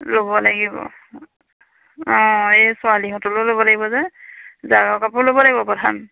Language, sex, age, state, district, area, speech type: Assamese, female, 30-45, Assam, Majuli, urban, conversation